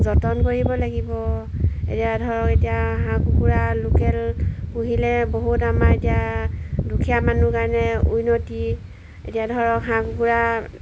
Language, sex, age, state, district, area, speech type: Assamese, female, 45-60, Assam, Golaghat, rural, spontaneous